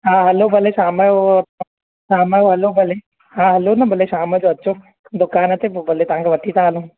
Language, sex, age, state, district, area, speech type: Sindhi, male, 30-45, Maharashtra, Thane, urban, conversation